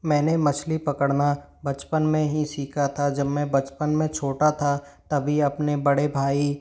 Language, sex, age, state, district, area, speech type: Hindi, male, 45-60, Rajasthan, Karauli, rural, spontaneous